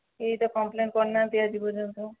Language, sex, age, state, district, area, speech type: Odia, female, 60+, Odisha, Gajapati, rural, conversation